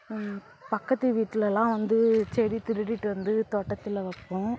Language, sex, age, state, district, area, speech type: Tamil, female, 18-30, Tamil Nadu, Thanjavur, rural, spontaneous